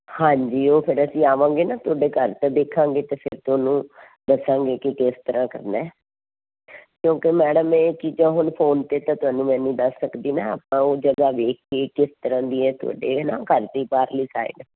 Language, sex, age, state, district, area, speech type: Punjabi, female, 45-60, Punjab, Fazilka, rural, conversation